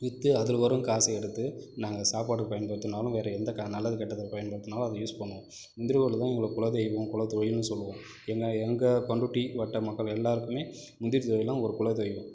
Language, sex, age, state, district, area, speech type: Tamil, male, 45-60, Tamil Nadu, Cuddalore, rural, spontaneous